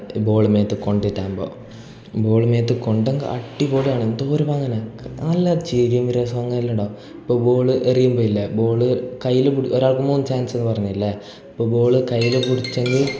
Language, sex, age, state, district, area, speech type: Malayalam, male, 18-30, Kerala, Kasaragod, urban, spontaneous